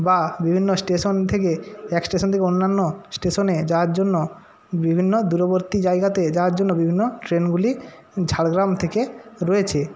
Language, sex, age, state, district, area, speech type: Bengali, male, 45-60, West Bengal, Jhargram, rural, spontaneous